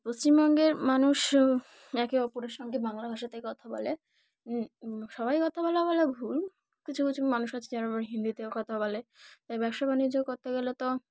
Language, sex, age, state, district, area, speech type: Bengali, female, 18-30, West Bengal, Dakshin Dinajpur, urban, spontaneous